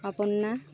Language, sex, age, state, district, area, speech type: Bengali, female, 30-45, West Bengal, Birbhum, urban, spontaneous